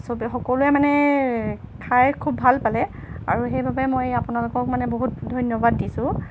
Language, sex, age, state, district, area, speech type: Assamese, female, 45-60, Assam, Jorhat, urban, spontaneous